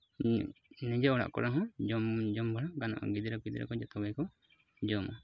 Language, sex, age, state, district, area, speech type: Santali, male, 30-45, West Bengal, Purulia, rural, spontaneous